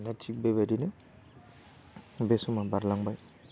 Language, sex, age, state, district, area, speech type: Bodo, male, 18-30, Assam, Baksa, rural, spontaneous